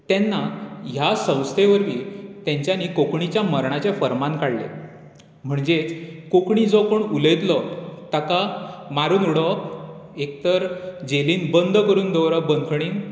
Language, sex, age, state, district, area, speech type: Goan Konkani, male, 18-30, Goa, Bardez, urban, spontaneous